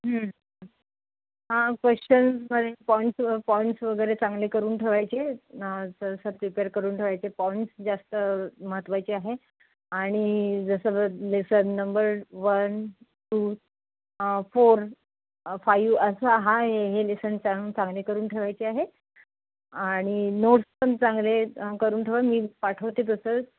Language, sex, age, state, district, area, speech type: Marathi, female, 45-60, Maharashtra, Nagpur, urban, conversation